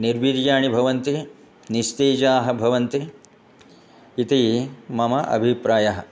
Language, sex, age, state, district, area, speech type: Sanskrit, male, 60+, Telangana, Hyderabad, urban, spontaneous